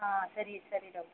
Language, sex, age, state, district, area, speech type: Kannada, female, 18-30, Karnataka, Chamarajanagar, rural, conversation